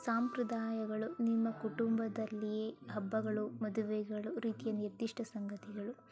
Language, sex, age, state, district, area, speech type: Kannada, female, 45-60, Karnataka, Chikkaballapur, rural, spontaneous